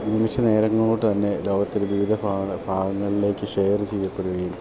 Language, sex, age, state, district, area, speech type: Malayalam, male, 30-45, Kerala, Idukki, rural, spontaneous